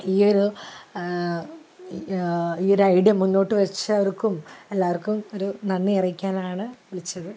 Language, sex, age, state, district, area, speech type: Malayalam, female, 30-45, Kerala, Kozhikode, rural, spontaneous